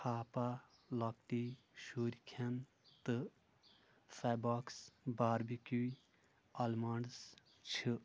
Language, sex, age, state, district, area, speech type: Kashmiri, male, 18-30, Jammu and Kashmir, Shopian, rural, read